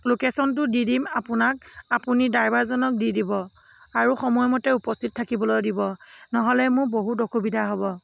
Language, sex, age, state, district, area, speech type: Assamese, female, 45-60, Assam, Morigaon, rural, spontaneous